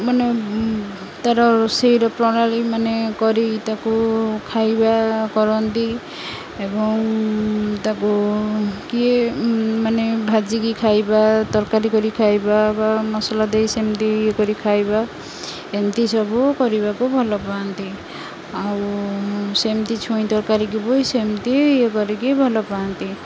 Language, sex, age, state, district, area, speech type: Odia, female, 30-45, Odisha, Jagatsinghpur, rural, spontaneous